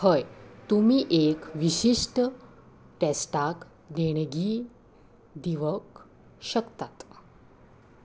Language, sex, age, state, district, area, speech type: Goan Konkani, female, 18-30, Goa, Salcete, urban, read